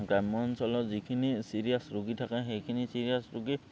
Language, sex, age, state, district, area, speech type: Assamese, male, 30-45, Assam, Barpeta, rural, spontaneous